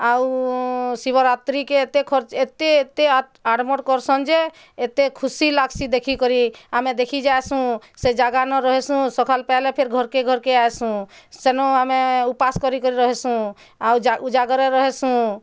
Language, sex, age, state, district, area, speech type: Odia, female, 45-60, Odisha, Bargarh, urban, spontaneous